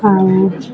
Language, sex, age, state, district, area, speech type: Odia, female, 18-30, Odisha, Nuapada, urban, spontaneous